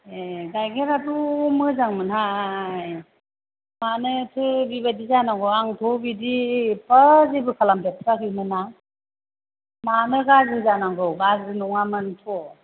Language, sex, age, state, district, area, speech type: Bodo, female, 30-45, Assam, Kokrajhar, rural, conversation